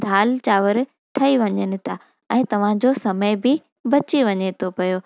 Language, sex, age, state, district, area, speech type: Sindhi, female, 18-30, Gujarat, Junagadh, rural, spontaneous